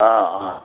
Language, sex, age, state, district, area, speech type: Tamil, male, 60+, Tamil Nadu, Krishnagiri, rural, conversation